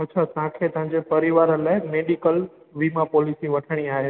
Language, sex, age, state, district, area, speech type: Sindhi, male, 18-30, Gujarat, Junagadh, urban, conversation